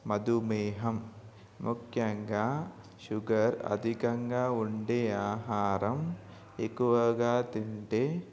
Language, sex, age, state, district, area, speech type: Telugu, male, 18-30, Telangana, Mahabubabad, urban, spontaneous